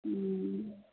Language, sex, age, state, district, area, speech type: Maithili, female, 45-60, Bihar, Madhepura, rural, conversation